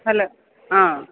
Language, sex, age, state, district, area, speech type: Malayalam, female, 30-45, Kerala, Kottayam, urban, conversation